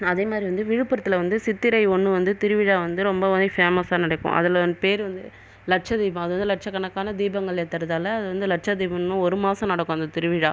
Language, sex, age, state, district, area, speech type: Tamil, female, 30-45, Tamil Nadu, Viluppuram, rural, spontaneous